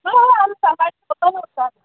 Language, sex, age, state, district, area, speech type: Goan Konkani, female, 18-30, Goa, Murmgao, urban, conversation